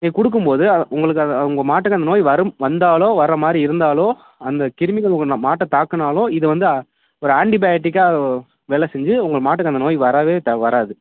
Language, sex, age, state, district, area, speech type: Tamil, male, 18-30, Tamil Nadu, Thanjavur, rural, conversation